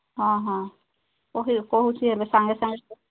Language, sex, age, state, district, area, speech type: Odia, female, 45-60, Odisha, Sambalpur, rural, conversation